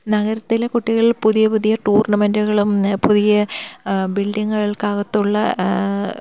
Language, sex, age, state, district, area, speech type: Malayalam, female, 30-45, Kerala, Thiruvananthapuram, urban, spontaneous